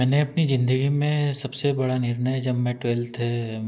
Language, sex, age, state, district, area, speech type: Hindi, male, 30-45, Madhya Pradesh, Betul, urban, spontaneous